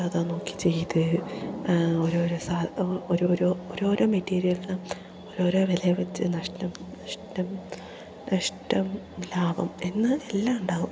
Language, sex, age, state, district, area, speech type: Malayalam, female, 18-30, Kerala, Idukki, rural, spontaneous